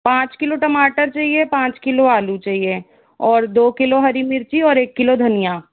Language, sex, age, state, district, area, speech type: Hindi, female, 60+, Rajasthan, Jaipur, urban, conversation